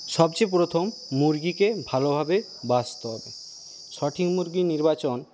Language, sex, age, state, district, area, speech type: Bengali, male, 60+, West Bengal, Paschim Medinipur, rural, spontaneous